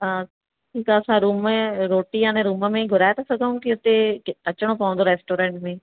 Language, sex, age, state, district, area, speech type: Sindhi, female, 30-45, Madhya Pradesh, Katni, urban, conversation